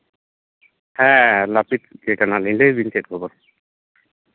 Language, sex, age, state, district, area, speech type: Santali, male, 30-45, West Bengal, Jhargram, rural, conversation